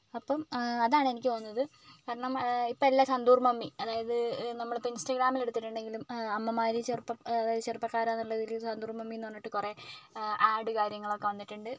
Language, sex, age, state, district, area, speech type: Malayalam, female, 18-30, Kerala, Wayanad, rural, spontaneous